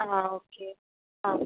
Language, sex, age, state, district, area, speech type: Malayalam, female, 18-30, Kerala, Idukki, rural, conversation